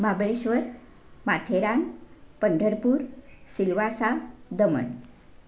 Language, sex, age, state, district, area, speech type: Marathi, female, 60+, Maharashtra, Sangli, urban, spontaneous